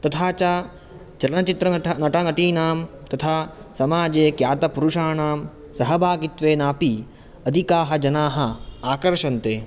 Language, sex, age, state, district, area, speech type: Sanskrit, male, 18-30, Karnataka, Udupi, rural, spontaneous